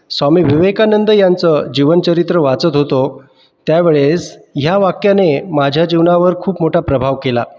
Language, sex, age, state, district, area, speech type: Marathi, male, 30-45, Maharashtra, Buldhana, urban, spontaneous